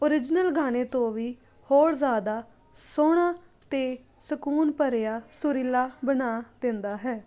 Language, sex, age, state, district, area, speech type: Punjabi, female, 30-45, Punjab, Jalandhar, urban, spontaneous